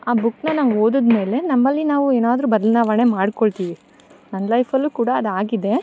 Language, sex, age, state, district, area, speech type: Kannada, female, 18-30, Karnataka, Chikkamagaluru, rural, spontaneous